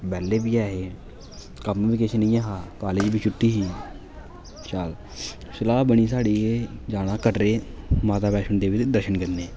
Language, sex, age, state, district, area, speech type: Dogri, male, 18-30, Jammu and Kashmir, Udhampur, urban, spontaneous